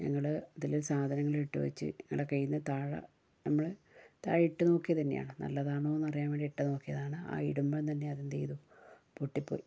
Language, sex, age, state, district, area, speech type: Malayalam, female, 30-45, Kerala, Kannur, rural, spontaneous